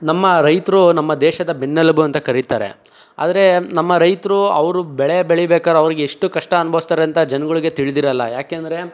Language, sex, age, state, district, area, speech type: Kannada, male, 60+, Karnataka, Tumkur, rural, spontaneous